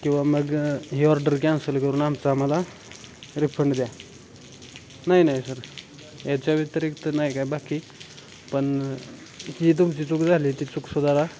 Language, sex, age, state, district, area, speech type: Marathi, male, 18-30, Maharashtra, Satara, rural, spontaneous